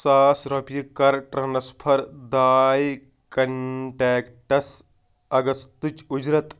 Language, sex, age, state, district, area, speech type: Kashmiri, male, 30-45, Jammu and Kashmir, Pulwama, urban, read